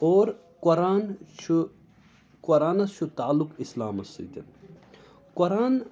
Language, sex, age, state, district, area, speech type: Kashmiri, male, 30-45, Jammu and Kashmir, Srinagar, urban, spontaneous